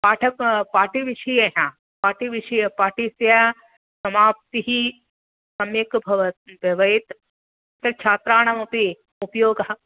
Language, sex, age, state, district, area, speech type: Sanskrit, female, 60+, Karnataka, Mysore, urban, conversation